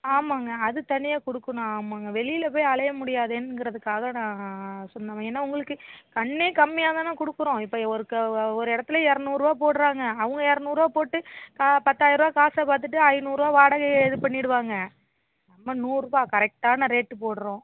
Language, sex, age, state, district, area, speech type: Tamil, female, 45-60, Tamil Nadu, Thoothukudi, urban, conversation